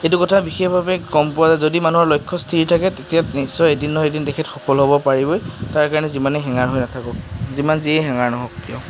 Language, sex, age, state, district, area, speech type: Assamese, male, 60+, Assam, Darrang, rural, spontaneous